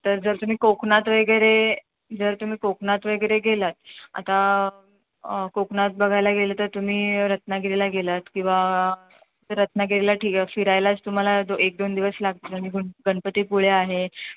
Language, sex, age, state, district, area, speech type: Marathi, female, 30-45, Maharashtra, Mumbai Suburban, urban, conversation